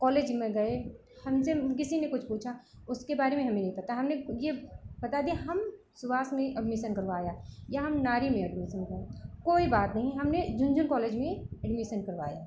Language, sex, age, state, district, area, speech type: Hindi, female, 30-45, Uttar Pradesh, Lucknow, rural, spontaneous